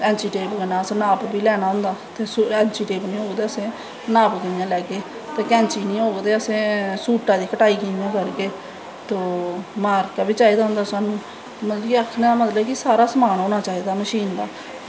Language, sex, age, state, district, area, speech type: Dogri, female, 30-45, Jammu and Kashmir, Samba, rural, spontaneous